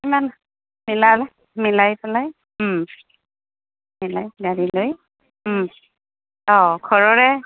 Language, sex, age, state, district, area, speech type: Assamese, female, 18-30, Assam, Goalpara, rural, conversation